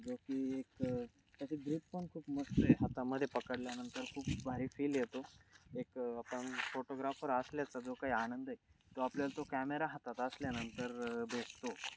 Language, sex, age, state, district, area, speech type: Marathi, male, 18-30, Maharashtra, Nashik, urban, spontaneous